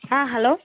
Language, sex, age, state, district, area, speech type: Tamil, female, 18-30, Tamil Nadu, Mayiladuthurai, urban, conversation